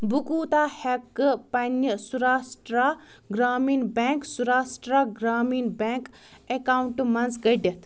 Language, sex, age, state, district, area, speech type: Kashmiri, female, 18-30, Jammu and Kashmir, Ganderbal, rural, read